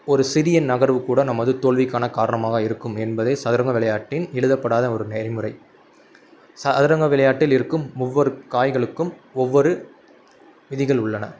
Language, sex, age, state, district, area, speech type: Tamil, male, 18-30, Tamil Nadu, Madurai, urban, spontaneous